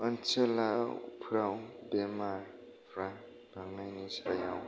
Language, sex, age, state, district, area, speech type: Bodo, male, 30-45, Assam, Kokrajhar, rural, spontaneous